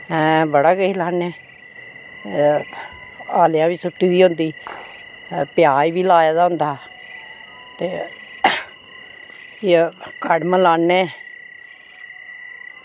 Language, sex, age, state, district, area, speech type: Dogri, female, 60+, Jammu and Kashmir, Reasi, rural, spontaneous